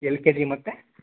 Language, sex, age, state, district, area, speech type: Kannada, male, 18-30, Karnataka, Tumkur, rural, conversation